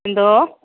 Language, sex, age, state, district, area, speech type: Malayalam, female, 45-60, Kerala, Idukki, rural, conversation